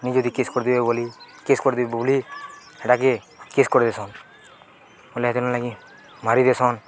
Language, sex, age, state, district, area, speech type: Odia, male, 18-30, Odisha, Balangir, urban, spontaneous